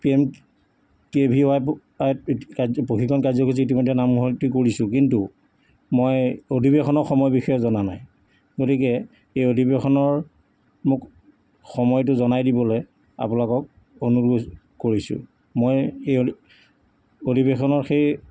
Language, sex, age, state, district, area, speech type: Assamese, male, 45-60, Assam, Jorhat, urban, spontaneous